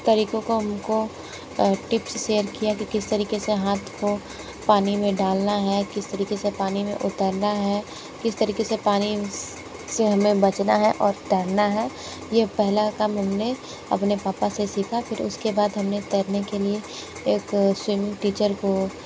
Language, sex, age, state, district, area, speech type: Hindi, female, 18-30, Uttar Pradesh, Sonbhadra, rural, spontaneous